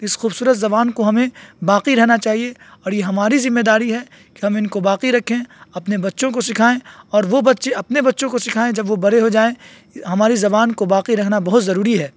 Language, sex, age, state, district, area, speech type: Urdu, male, 18-30, Uttar Pradesh, Saharanpur, urban, spontaneous